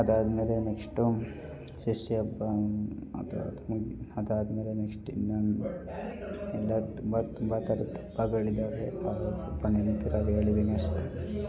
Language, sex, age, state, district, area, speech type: Kannada, male, 18-30, Karnataka, Hassan, rural, spontaneous